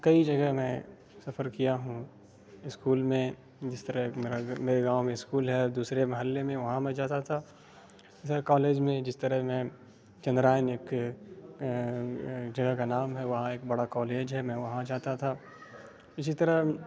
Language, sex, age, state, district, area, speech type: Urdu, male, 30-45, Bihar, Khagaria, rural, spontaneous